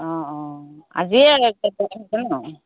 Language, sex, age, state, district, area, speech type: Assamese, female, 45-60, Assam, Golaghat, urban, conversation